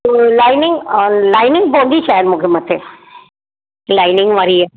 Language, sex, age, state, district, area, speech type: Sindhi, female, 60+, Maharashtra, Mumbai Suburban, urban, conversation